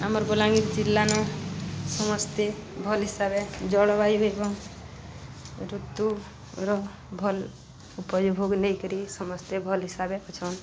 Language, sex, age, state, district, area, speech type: Odia, female, 45-60, Odisha, Balangir, urban, spontaneous